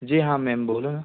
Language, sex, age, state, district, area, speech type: Hindi, male, 18-30, Madhya Pradesh, Betul, urban, conversation